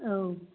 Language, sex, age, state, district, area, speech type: Bodo, female, 30-45, Assam, Kokrajhar, rural, conversation